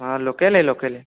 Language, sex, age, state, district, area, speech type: Assamese, male, 18-30, Assam, Sonitpur, rural, conversation